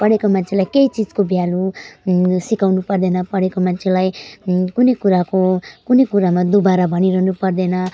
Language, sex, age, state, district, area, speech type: Nepali, female, 30-45, West Bengal, Jalpaiguri, rural, spontaneous